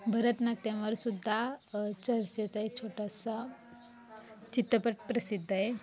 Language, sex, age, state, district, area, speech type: Marathi, female, 18-30, Maharashtra, Satara, urban, spontaneous